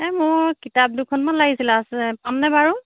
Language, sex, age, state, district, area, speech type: Assamese, female, 45-60, Assam, Majuli, urban, conversation